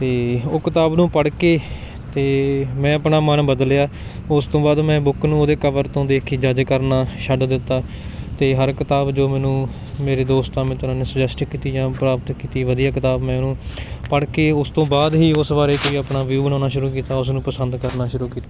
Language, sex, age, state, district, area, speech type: Punjabi, male, 18-30, Punjab, Patiala, rural, spontaneous